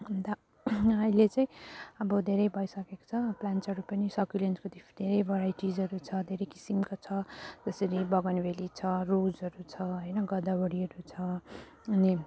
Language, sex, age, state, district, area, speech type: Nepali, female, 30-45, West Bengal, Jalpaiguri, urban, spontaneous